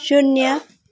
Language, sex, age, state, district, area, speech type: Nepali, female, 45-60, West Bengal, Darjeeling, rural, read